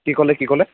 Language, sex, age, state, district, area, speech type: Assamese, male, 18-30, Assam, Kamrup Metropolitan, urban, conversation